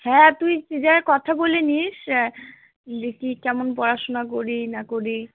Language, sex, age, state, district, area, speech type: Bengali, female, 18-30, West Bengal, Alipurduar, rural, conversation